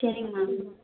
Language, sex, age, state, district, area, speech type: Tamil, female, 18-30, Tamil Nadu, Madurai, rural, conversation